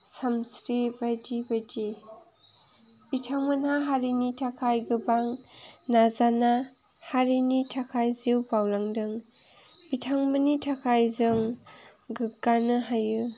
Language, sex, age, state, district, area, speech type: Bodo, female, 18-30, Assam, Chirang, rural, spontaneous